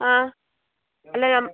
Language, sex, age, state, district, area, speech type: Malayalam, female, 18-30, Kerala, Kasaragod, rural, conversation